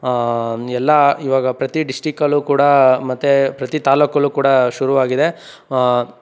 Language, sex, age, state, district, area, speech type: Kannada, male, 18-30, Karnataka, Tumkur, rural, spontaneous